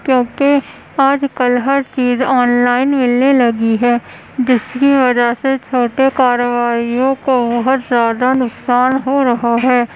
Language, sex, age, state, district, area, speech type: Urdu, female, 18-30, Uttar Pradesh, Gautam Buddha Nagar, urban, spontaneous